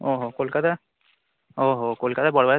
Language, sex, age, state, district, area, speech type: Bengali, male, 18-30, West Bengal, Darjeeling, rural, conversation